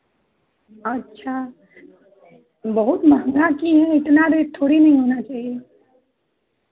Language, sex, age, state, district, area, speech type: Hindi, female, 18-30, Uttar Pradesh, Chandauli, rural, conversation